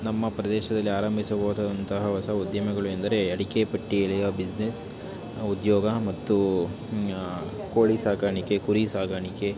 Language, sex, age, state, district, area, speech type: Kannada, male, 18-30, Karnataka, Tumkur, rural, spontaneous